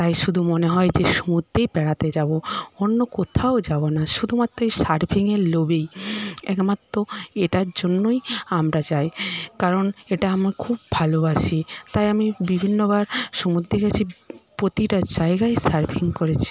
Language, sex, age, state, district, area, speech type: Bengali, female, 45-60, West Bengal, Paschim Medinipur, rural, spontaneous